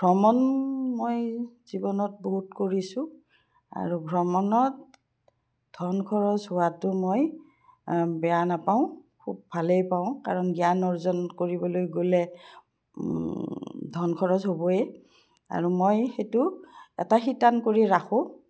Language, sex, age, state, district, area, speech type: Assamese, female, 60+, Assam, Udalguri, rural, spontaneous